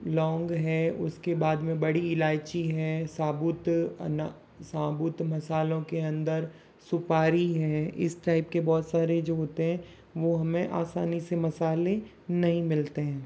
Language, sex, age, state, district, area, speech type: Hindi, male, 60+, Rajasthan, Jodhpur, rural, spontaneous